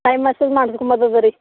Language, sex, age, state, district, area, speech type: Kannada, female, 18-30, Karnataka, Bidar, urban, conversation